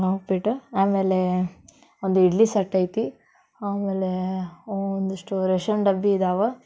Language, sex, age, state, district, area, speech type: Kannada, female, 18-30, Karnataka, Dharwad, urban, spontaneous